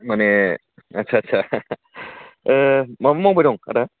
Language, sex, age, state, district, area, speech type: Bodo, male, 30-45, Assam, Baksa, urban, conversation